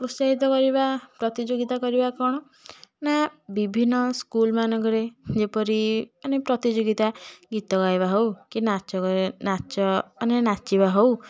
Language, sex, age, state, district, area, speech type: Odia, female, 18-30, Odisha, Puri, urban, spontaneous